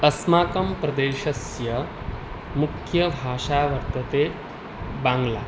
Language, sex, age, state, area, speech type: Sanskrit, male, 18-30, Tripura, rural, spontaneous